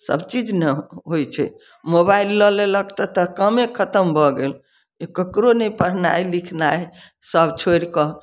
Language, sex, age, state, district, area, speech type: Maithili, female, 60+, Bihar, Samastipur, rural, spontaneous